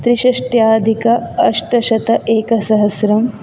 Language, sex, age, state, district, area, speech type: Sanskrit, female, 18-30, Karnataka, Udupi, urban, spontaneous